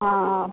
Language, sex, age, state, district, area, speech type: Malayalam, female, 30-45, Kerala, Wayanad, rural, conversation